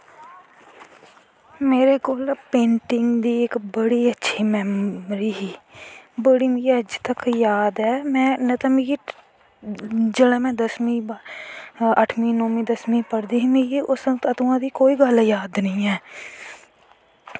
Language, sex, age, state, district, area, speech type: Dogri, female, 18-30, Jammu and Kashmir, Kathua, rural, spontaneous